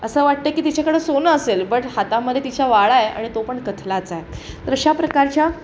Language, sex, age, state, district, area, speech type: Marathi, female, 18-30, Maharashtra, Sangli, urban, spontaneous